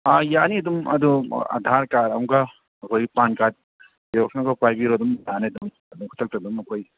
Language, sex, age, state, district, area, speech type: Manipuri, male, 60+, Manipur, Thoubal, rural, conversation